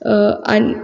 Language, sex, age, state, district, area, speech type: Goan Konkani, female, 18-30, Goa, Quepem, rural, spontaneous